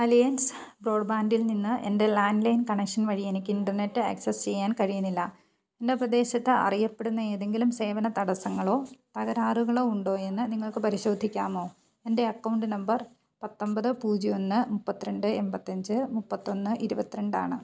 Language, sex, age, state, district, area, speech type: Malayalam, female, 30-45, Kerala, Idukki, rural, read